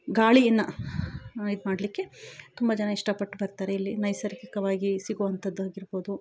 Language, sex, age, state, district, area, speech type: Kannada, female, 45-60, Karnataka, Chikkamagaluru, rural, spontaneous